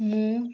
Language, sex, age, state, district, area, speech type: Odia, female, 30-45, Odisha, Balangir, urban, spontaneous